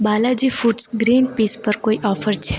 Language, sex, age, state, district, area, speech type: Gujarati, female, 18-30, Gujarat, Valsad, rural, read